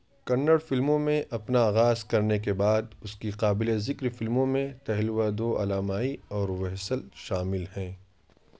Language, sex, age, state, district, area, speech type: Urdu, male, 18-30, Uttar Pradesh, Ghaziabad, urban, read